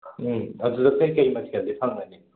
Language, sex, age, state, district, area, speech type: Manipuri, male, 30-45, Manipur, Imphal West, rural, conversation